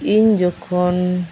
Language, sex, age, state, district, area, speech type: Santali, female, 30-45, West Bengal, Malda, rural, spontaneous